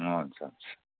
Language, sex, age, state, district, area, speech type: Nepali, male, 60+, West Bengal, Kalimpong, rural, conversation